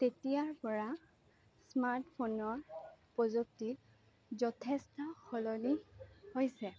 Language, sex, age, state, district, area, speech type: Assamese, female, 18-30, Assam, Sonitpur, rural, spontaneous